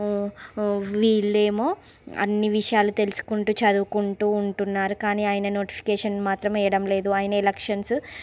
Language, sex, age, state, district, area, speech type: Telugu, female, 30-45, Andhra Pradesh, Srikakulam, urban, spontaneous